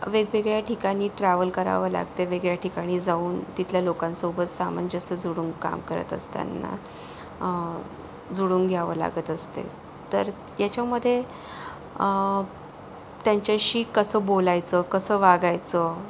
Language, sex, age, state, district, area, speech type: Marathi, female, 45-60, Maharashtra, Yavatmal, urban, spontaneous